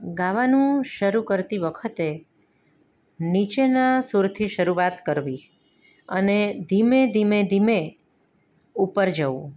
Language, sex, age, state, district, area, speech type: Gujarati, female, 45-60, Gujarat, Anand, urban, spontaneous